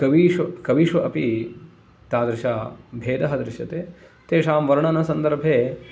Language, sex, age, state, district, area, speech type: Sanskrit, male, 30-45, Karnataka, Uttara Kannada, rural, spontaneous